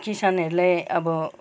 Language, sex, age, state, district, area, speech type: Nepali, female, 60+, West Bengal, Kalimpong, rural, spontaneous